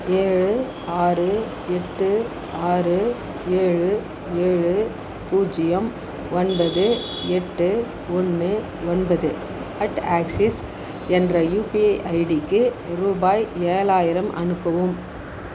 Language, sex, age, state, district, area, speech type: Tamil, female, 60+, Tamil Nadu, Dharmapuri, rural, read